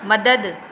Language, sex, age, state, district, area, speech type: Sindhi, female, 30-45, Madhya Pradesh, Katni, urban, read